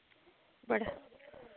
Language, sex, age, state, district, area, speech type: Dogri, female, 30-45, Jammu and Kashmir, Udhampur, rural, conversation